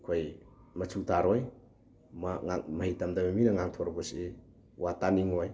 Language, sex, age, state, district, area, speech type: Manipuri, male, 18-30, Manipur, Thoubal, rural, spontaneous